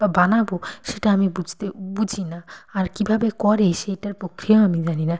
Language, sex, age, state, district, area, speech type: Bengali, female, 18-30, West Bengal, Nadia, rural, spontaneous